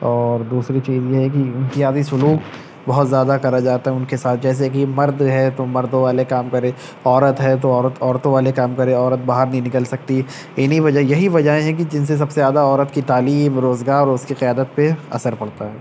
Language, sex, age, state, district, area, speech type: Urdu, male, 18-30, Uttar Pradesh, Shahjahanpur, urban, spontaneous